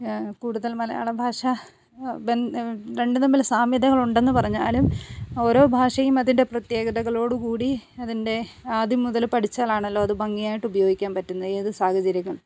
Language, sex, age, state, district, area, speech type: Malayalam, female, 30-45, Kerala, Idukki, rural, spontaneous